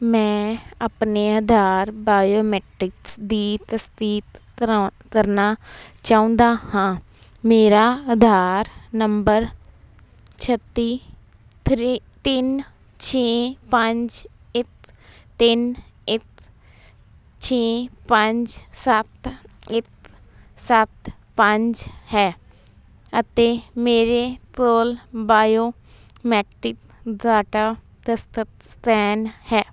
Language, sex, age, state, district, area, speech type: Punjabi, female, 18-30, Punjab, Fazilka, urban, read